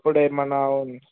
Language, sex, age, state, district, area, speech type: Telugu, male, 18-30, Telangana, Hyderabad, urban, conversation